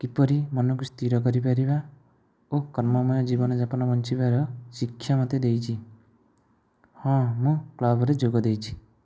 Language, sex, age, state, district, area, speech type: Odia, male, 30-45, Odisha, Nayagarh, rural, spontaneous